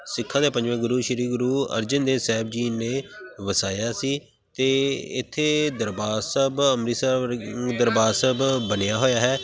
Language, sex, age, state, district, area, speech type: Punjabi, male, 30-45, Punjab, Tarn Taran, urban, spontaneous